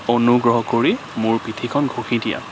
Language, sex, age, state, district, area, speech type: Assamese, male, 18-30, Assam, Kamrup Metropolitan, urban, read